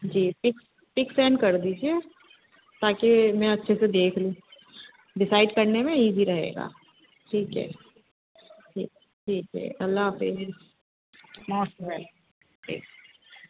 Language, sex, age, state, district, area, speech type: Urdu, female, 30-45, Uttar Pradesh, Rampur, urban, conversation